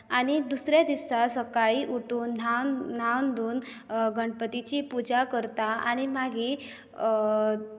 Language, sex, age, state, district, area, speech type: Goan Konkani, female, 18-30, Goa, Bardez, rural, spontaneous